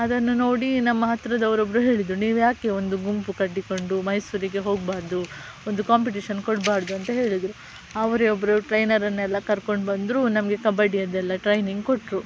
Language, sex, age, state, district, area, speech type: Kannada, female, 30-45, Karnataka, Udupi, rural, spontaneous